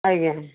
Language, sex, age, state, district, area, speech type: Odia, female, 45-60, Odisha, Balasore, rural, conversation